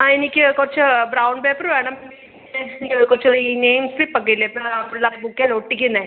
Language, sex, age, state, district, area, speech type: Malayalam, female, 45-60, Kerala, Pathanamthitta, urban, conversation